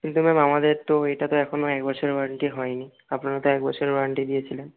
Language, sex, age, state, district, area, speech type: Bengali, male, 30-45, West Bengal, Bankura, urban, conversation